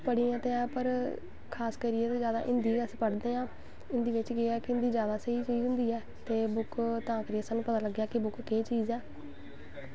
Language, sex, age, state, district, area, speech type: Dogri, female, 18-30, Jammu and Kashmir, Samba, rural, spontaneous